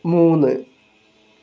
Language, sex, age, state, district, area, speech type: Malayalam, male, 60+, Kerala, Palakkad, rural, read